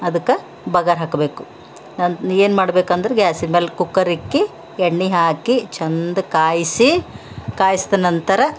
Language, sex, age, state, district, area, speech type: Kannada, female, 60+, Karnataka, Bidar, urban, spontaneous